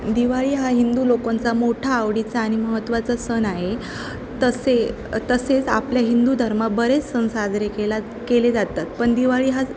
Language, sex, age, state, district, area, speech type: Marathi, female, 18-30, Maharashtra, Sindhudurg, rural, spontaneous